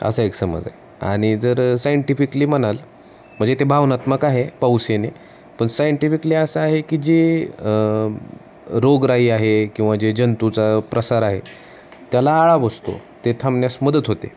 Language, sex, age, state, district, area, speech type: Marathi, male, 30-45, Maharashtra, Osmanabad, rural, spontaneous